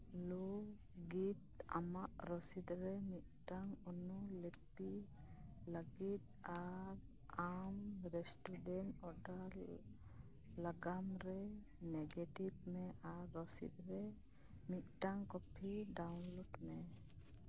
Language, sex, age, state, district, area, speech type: Santali, female, 30-45, West Bengal, Birbhum, rural, spontaneous